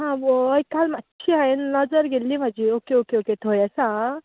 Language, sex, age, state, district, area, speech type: Goan Konkani, female, 30-45, Goa, Ponda, rural, conversation